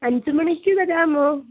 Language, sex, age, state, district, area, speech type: Malayalam, female, 30-45, Kerala, Alappuzha, rural, conversation